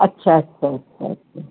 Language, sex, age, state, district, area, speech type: Urdu, female, 60+, Uttar Pradesh, Rampur, urban, conversation